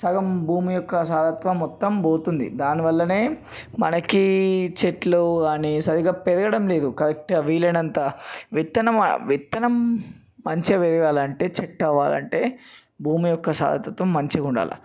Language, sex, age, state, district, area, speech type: Telugu, male, 18-30, Telangana, Nalgonda, urban, spontaneous